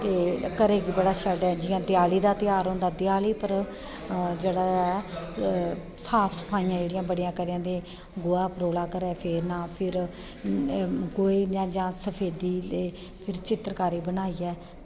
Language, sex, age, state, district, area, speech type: Dogri, female, 30-45, Jammu and Kashmir, Kathua, rural, spontaneous